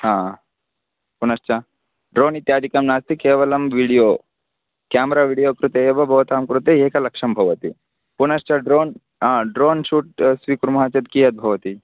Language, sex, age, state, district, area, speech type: Sanskrit, male, 18-30, Karnataka, Bagalkot, rural, conversation